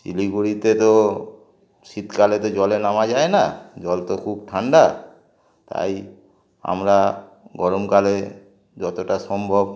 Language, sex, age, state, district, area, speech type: Bengali, male, 60+, West Bengal, Darjeeling, urban, spontaneous